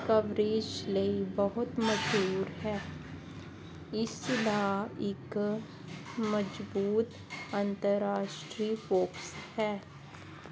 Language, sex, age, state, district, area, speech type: Punjabi, female, 30-45, Punjab, Jalandhar, urban, spontaneous